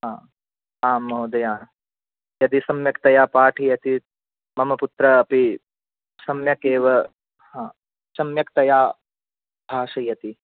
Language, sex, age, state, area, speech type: Sanskrit, male, 18-30, Rajasthan, rural, conversation